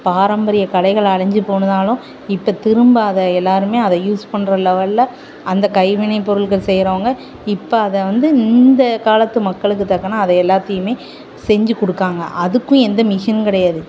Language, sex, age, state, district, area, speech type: Tamil, female, 30-45, Tamil Nadu, Thoothukudi, urban, spontaneous